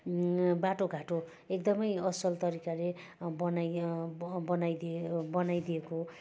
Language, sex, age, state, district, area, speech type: Nepali, female, 60+, West Bengal, Darjeeling, rural, spontaneous